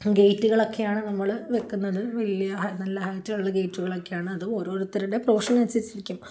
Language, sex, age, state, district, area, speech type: Malayalam, female, 30-45, Kerala, Kozhikode, rural, spontaneous